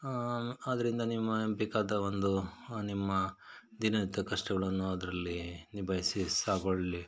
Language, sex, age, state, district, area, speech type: Kannada, male, 45-60, Karnataka, Bangalore Rural, rural, spontaneous